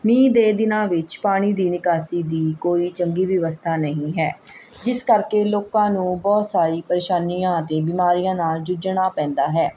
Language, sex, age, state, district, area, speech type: Punjabi, female, 30-45, Punjab, Mohali, urban, spontaneous